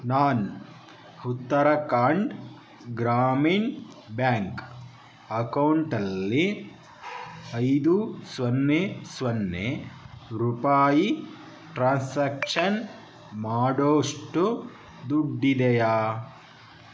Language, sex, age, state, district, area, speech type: Kannada, male, 30-45, Karnataka, Chitradurga, rural, read